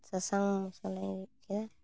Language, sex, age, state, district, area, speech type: Santali, female, 30-45, West Bengal, Purulia, rural, spontaneous